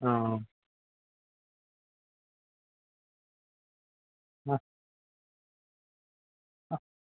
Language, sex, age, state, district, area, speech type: Gujarati, male, 18-30, Gujarat, Surat, urban, conversation